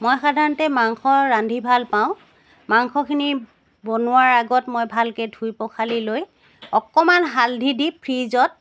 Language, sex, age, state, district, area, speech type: Assamese, female, 45-60, Assam, Charaideo, urban, spontaneous